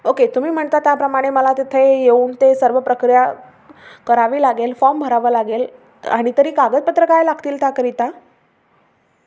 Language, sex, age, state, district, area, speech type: Marathi, female, 18-30, Maharashtra, Amravati, urban, spontaneous